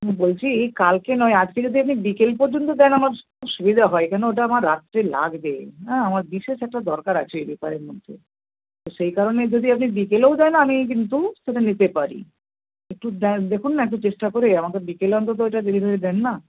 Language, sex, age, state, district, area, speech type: Bengali, female, 60+, West Bengal, Nadia, rural, conversation